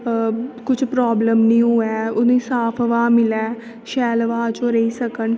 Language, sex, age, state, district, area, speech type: Dogri, female, 18-30, Jammu and Kashmir, Kathua, rural, spontaneous